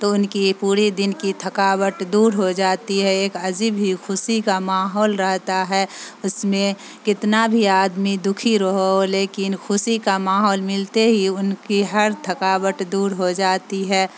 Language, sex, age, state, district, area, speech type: Urdu, female, 45-60, Bihar, Supaul, rural, spontaneous